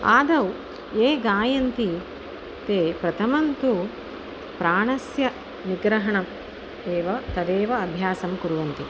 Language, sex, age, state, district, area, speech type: Sanskrit, female, 45-60, Tamil Nadu, Chennai, urban, spontaneous